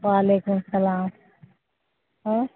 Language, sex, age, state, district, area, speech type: Urdu, female, 60+, Bihar, Khagaria, rural, conversation